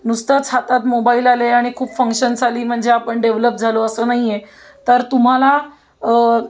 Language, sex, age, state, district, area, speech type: Marathi, female, 30-45, Maharashtra, Pune, urban, spontaneous